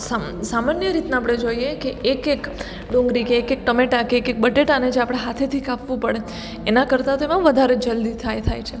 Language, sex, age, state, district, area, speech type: Gujarati, female, 18-30, Gujarat, Surat, urban, spontaneous